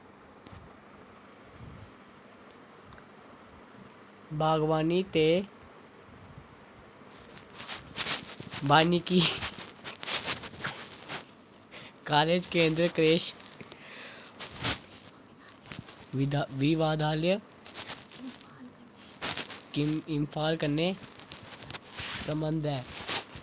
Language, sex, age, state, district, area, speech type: Dogri, male, 18-30, Jammu and Kashmir, Samba, rural, read